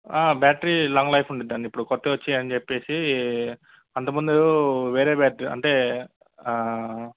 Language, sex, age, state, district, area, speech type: Telugu, male, 30-45, Andhra Pradesh, Guntur, urban, conversation